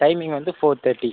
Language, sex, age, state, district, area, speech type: Tamil, male, 30-45, Tamil Nadu, Viluppuram, rural, conversation